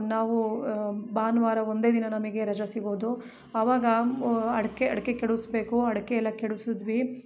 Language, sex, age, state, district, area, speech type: Kannada, female, 30-45, Karnataka, Chikkamagaluru, rural, spontaneous